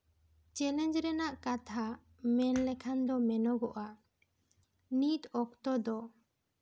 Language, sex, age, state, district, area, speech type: Santali, female, 18-30, West Bengal, Bankura, rural, spontaneous